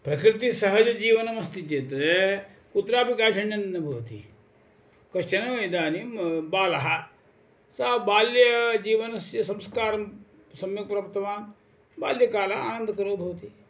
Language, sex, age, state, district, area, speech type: Sanskrit, male, 60+, Karnataka, Uttara Kannada, rural, spontaneous